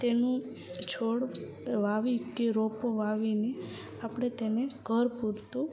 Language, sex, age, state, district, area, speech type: Gujarati, female, 18-30, Gujarat, Kutch, rural, spontaneous